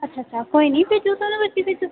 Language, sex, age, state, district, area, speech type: Dogri, female, 18-30, Jammu and Kashmir, Udhampur, rural, conversation